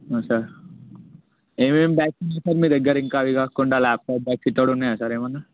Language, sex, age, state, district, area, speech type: Telugu, male, 30-45, Telangana, Ranga Reddy, urban, conversation